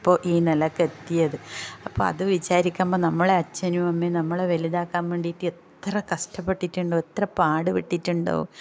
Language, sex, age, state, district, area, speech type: Malayalam, female, 45-60, Kerala, Kasaragod, rural, spontaneous